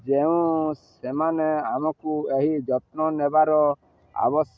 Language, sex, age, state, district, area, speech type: Odia, male, 60+, Odisha, Balangir, urban, spontaneous